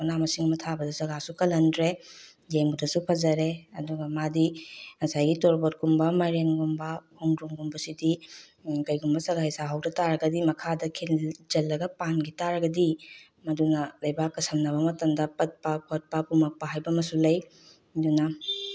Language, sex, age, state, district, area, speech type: Manipuri, female, 30-45, Manipur, Bishnupur, rural, spontaneous